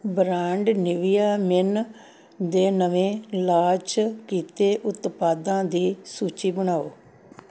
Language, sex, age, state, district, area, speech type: Punjabi, female, 60+, Punjab, Gurdaspur, rural, read